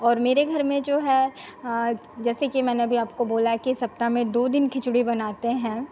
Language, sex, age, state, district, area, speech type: Hindi, female, 30-45, Bihar, Begusarai, rural, spontaneous